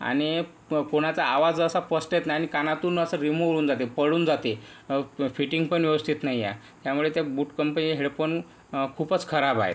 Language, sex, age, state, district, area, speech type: Marathi, male, 18-30, Maharashtra, Yavatmal, rural, spontaneous